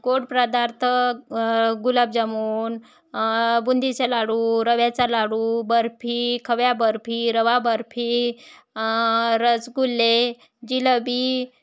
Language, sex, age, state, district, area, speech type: Marathi, female, 30-45, Maharashtra, Wardha, rural, spontaneous